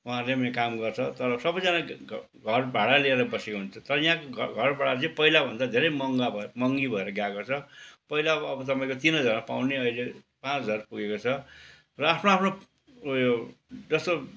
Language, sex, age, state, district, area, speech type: Nepali, male, 60+, West Bengal, Kalimpong, rural, spontaneous